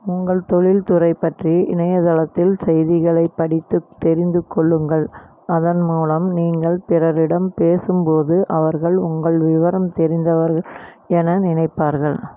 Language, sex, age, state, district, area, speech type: Tamil, female, 45-60, Tamil Nadu, Erode, rural, read